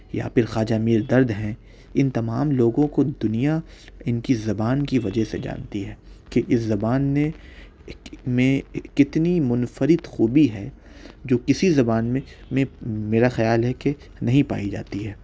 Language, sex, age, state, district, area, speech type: Urdu, male, 18-30, Delhi, South Delhi, urban, spontaneous